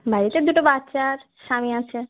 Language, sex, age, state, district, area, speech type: Bengali, female, 18-30, West Bengal, Uttar Dinajpur, urban, conversation